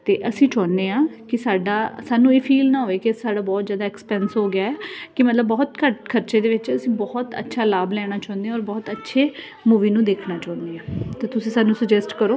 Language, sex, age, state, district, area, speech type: Punjabi, female, 30-45, Punjab, Ludhiana, urban, spontaneous